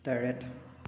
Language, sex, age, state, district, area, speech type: Manipuri, male, 18-30, Manipur, Thoubal, rural, read